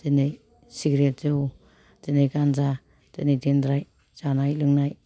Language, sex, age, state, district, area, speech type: Bodo, female, 60+, Assam, Kokrajhar, rural, spontaneous